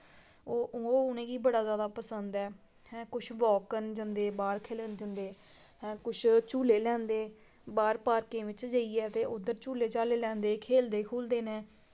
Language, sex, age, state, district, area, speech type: Dogri, female, 18-30, Jammu and Kashmir, Samba, rural, spontaneous